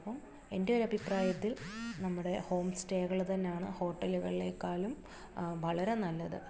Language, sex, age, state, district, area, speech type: Malayalam, female, 30-45, Kerala, Alappuzha, rural, spontaneous